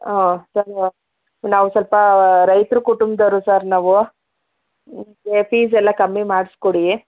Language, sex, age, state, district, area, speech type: Kannada, female, 45-60, Karnataka, Chikkaballapur, rural, conversation